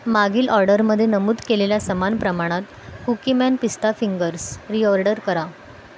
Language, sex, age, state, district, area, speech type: Marathi, female, 18-30, Maharashtra, Mumbai Suburban, urban, read